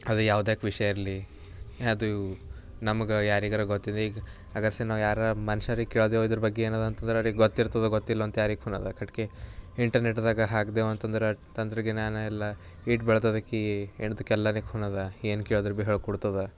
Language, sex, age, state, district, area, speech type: Kannada, male, 18-30, Karnataka, Bidar, urban, spontaneous